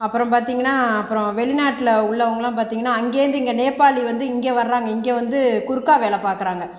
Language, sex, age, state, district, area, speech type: Tamil, female, 30-45, Tamil Nadu, Tiruchirappalli, rural, spontaneous